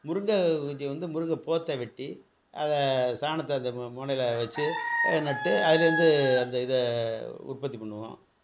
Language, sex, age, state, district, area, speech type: Tamil, male, 60+, Tamil Nadu, Thanjavur, rural, spontaneous